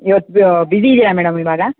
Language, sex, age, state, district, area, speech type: Kannada, female, 30-45, Karnataka, Kodagu, rural, conversation